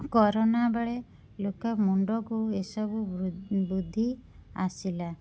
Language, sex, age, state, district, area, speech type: Odia, female, 30-45, Odisha, Cuttack, urban, spontaneous